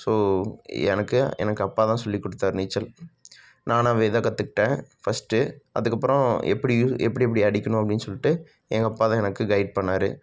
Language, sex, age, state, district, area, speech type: Tamil, male, 18-30, Tamil Nadu, Namakkal, rural, spontaneous